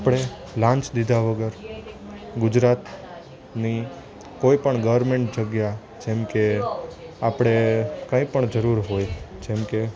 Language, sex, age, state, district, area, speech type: Gujarati, male, 18-30, Gujarat, Junagadh, urban, spontaneous